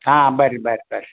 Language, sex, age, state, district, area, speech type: Kannada, male, 60+, Karnataka, Bidar, urban, conversation